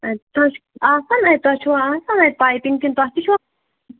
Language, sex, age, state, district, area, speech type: Kashmiri, female, 30-45, Jammu and Kashmir, Shopian, urban, conversation